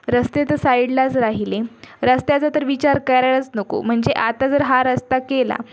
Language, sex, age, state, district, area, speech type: Marathi, female, 18-30, Maharashtra, Sindhudurg, rural, spontaneous